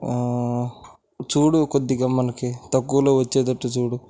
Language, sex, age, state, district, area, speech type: Telugu, male, 18-30, Andhra Pradesh, Krishna, rural, spontaneous